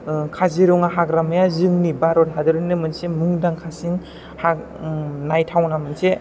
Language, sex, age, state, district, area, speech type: Bodo, male, 18-30, Assam, Chirang, rural, spontaneous